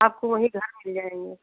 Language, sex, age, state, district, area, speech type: Hindi, female, 60+, Uttar Pradesh, Sitapur, rural, conversation